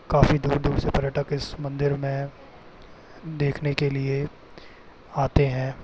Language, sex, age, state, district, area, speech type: Hindi, male, 18-30, Madhya Pradesh, Jabalpur, urban, spontaneous